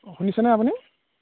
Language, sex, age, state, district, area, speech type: Assamese, male, 18-30, Assam, Golaghat, urban, conversation